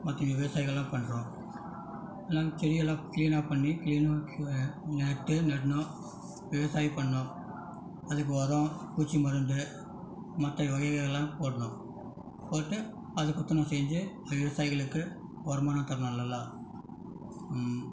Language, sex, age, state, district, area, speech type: Tamil, male, 30-45, Tamil Nadu, Krishnagiri, rural, spontaneous